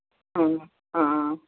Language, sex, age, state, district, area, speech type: Malayalam, female, 60+, Kerala, Pathanamthitta, rural, conversation